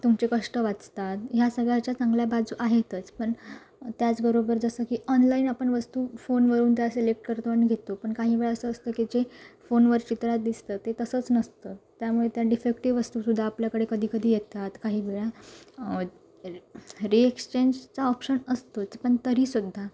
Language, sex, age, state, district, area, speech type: Marathi, female, 18-30, Maharashtra, Sindhudurg, rural, spontaneous